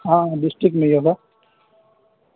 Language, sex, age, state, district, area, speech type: Urdu, male, 18-30, Bihar, Khagaria, rural, conversation